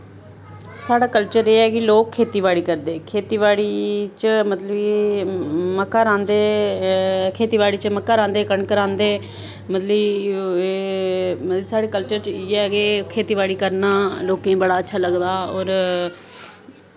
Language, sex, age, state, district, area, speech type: Dogri, female, 30-45, Jammu and Kashmir, Samba, rural, spontaneous